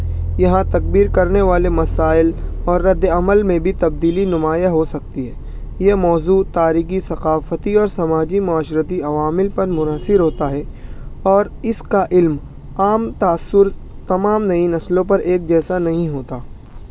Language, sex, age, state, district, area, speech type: Urdu, male, 60+, Maharashtra, Nashik, rural, spontaneous